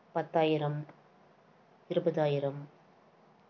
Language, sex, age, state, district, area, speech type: Tamil, female, 18-30, Tamil Nadu, Tiruvannamalai, urban, spontaneous